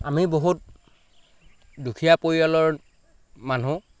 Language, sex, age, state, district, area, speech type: Assamese, male, 30-45, Assam, Lakhimpur, rural, spontaneous